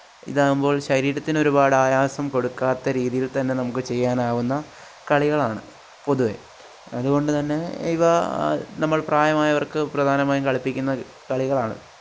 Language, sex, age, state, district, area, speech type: Malayalam, male, 18-30, Kerala, Alappuzha, rural, spontaneous